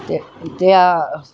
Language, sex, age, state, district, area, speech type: Marathi, female, 45-60, Maharashtra, Nanded, rural, spontaneous